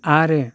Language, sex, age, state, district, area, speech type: Bodo, male, 60+, Assam, Baksa, rural, spontaneous